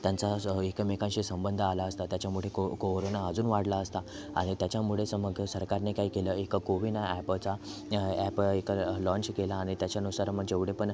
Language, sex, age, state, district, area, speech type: Marathi, male, 18-30, Maharashtra, Thane, urban, spontaneous